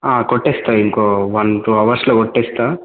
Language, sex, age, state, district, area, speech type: Telugu, male, 18-30, Telangana, Komaram Bheem, urban, conversation